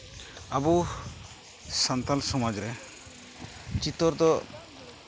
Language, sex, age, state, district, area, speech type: Santali, male, 45-60, West Bengal, Uttar Dinajpur, rural, spontaneous